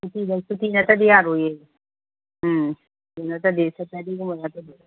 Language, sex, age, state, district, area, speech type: Manipuri, female, 45-60, Manipur, Imphal East, rural, conversation